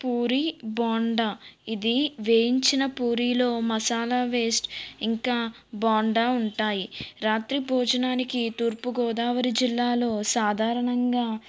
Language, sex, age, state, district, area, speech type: Telugu, female, 18-30, Andhra Pradesh, East Godavari, urban, spontaneous